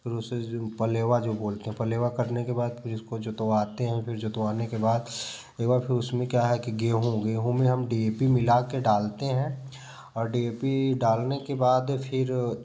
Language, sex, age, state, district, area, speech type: Hindi, male, 18-30, Uttar Pradesh, Prayagraj, rural, spontaneous